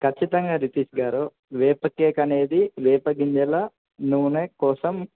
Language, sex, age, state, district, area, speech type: Telugu, male, 18-30, Andhra Pradesh, Kadapa, urban, conversation